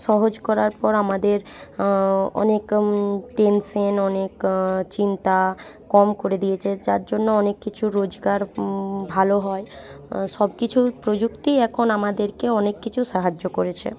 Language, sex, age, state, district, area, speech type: Bengali, female, 60+, West Bengal, Jhargram, rural, spontaneous